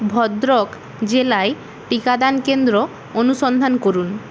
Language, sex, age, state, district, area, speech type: Bengali, female, 30-45, West Bengal, Nadia, rural, read